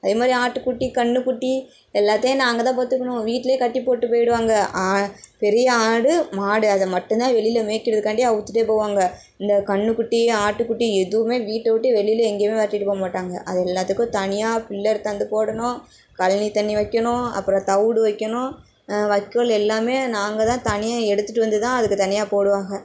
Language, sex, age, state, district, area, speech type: Tamil, female, 18-30, Tamil Nadu, Tirunelveli, rural, spontaneous